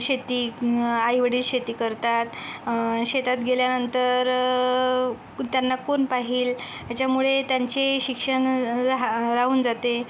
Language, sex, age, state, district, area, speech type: Marathi, female, 45-60, Maharashtra, Yavatmal, rural, spontaneous